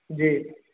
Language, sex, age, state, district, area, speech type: Hindi, male, 18-30, Uttar Pradesh, Azamgarh, rural, conversation